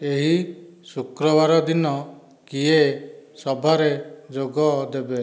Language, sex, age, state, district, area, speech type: Odia, male, 60+, Odisha, Dhenkanal, rural, read